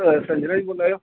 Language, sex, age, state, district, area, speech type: Dogri, male, 18-30, Jammu and Kashmir, Jammu, urban, conversation